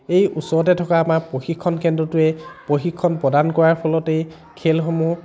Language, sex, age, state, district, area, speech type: Assamese, male, 30-45, Assam, Dhemaji, rural, spontaneous